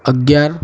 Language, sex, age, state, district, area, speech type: Gujarati, male, 18-30, Gujarat, Ahmedabad, urban, spontaneous